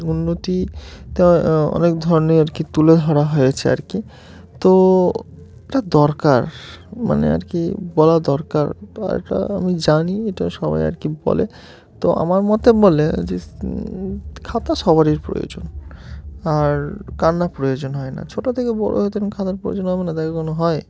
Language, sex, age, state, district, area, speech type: Bengali, male, 18-30, West Bengal, Murshidabad, urban, spontaneous